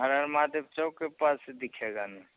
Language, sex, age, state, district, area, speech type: Hindi, male, 30-45, Bihar, Begusarai, rural, conversation